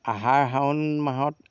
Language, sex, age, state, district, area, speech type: Assamese, male, 60+, Assam, Dhemaji, rural, spontaneous